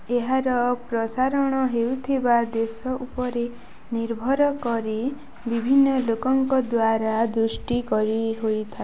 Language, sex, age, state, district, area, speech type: Odia, female, 18-30, Odisha, Nuapada, urban, read